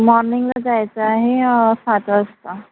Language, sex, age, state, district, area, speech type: Marathi, female, 18-30, Maharashtra, Nagpur, urban, conversation